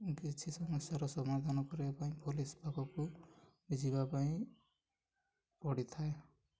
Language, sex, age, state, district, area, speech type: Odia, male, 18-30, Odisha, Mayurbhanj, rural, spontaneous